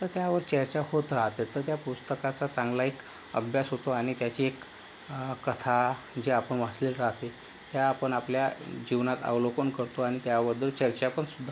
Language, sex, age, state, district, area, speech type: Marathi, male, 18-30, Maharashtra, Yavatmal, rural, spontaneous